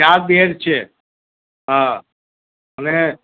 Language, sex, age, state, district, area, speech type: Gujarati, male, 60+, Gujarat, Kheda, rural, conversation